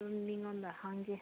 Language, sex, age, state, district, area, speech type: Manipuri, female, 18-30, Manipur, Senapati, rural, conversation